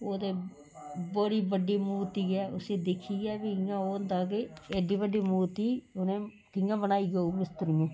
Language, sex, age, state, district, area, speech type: Dogri, female, 60+, Jammu and Kashmir, Udhampur, rural, spontaneous